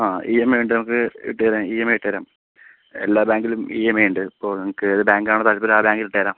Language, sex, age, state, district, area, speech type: Malayalam, male, 30-45, Kerala, Palakkad, rural, conversation